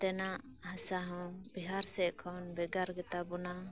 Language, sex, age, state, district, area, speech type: Santali, female, 18-30, West Bengal, Birbhum, rural, spontaneous